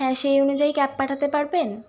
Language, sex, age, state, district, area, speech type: Bengali, female, 18-30, West Bengal, Howrah, urban, spontaneous